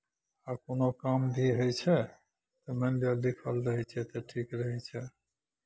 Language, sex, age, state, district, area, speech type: Maithili, male, 60+, Bihar, Madhepura, rural, spontaneous